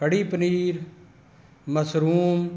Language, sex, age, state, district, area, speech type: Punjabi, male, 60+, Punjab, Rupnagar, rural, spontaneous